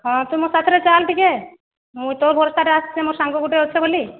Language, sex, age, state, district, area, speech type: Odia, female, 30-45, Odisha, Boudh, rural, conversation